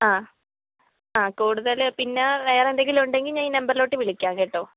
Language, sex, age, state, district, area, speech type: Malayalam, female, 18-30, Kerala, Thiruvananthapuram, rural, conversation